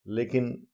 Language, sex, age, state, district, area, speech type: Hindi, male, 45-60, Madhya Pradesh, Ujjain, urban, spontaneous